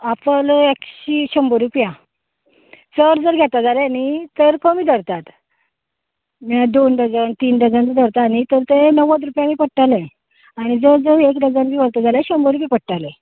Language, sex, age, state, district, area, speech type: Goan Konkani, female, 45-60, Goa, Canacona, rural, conversation